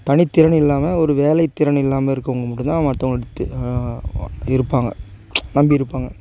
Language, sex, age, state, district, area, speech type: Tamil, male, 45-60, Tamil Nadu, Tiruchirappalli, rural, spontaneous